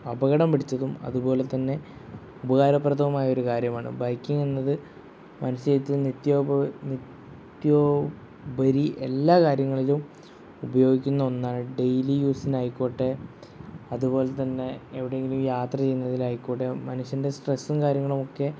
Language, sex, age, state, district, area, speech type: Malayalam, male, 18-30, Kerala, Wayanad, rural, spontaneous